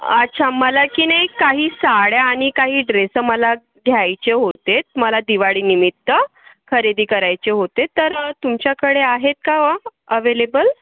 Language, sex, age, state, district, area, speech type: Marathi, female, 30-45, Maharashtra, Yavatmal, urban, conversation